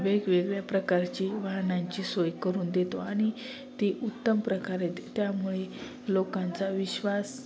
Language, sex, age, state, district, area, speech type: Marathi, female, 30-45, Maharashtra, Osmanabad, rural, spontaneous